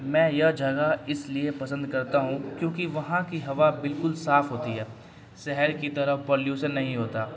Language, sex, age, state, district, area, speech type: Urdu, male, 18-30, Bihar, Darbhanga, urban, spontaneous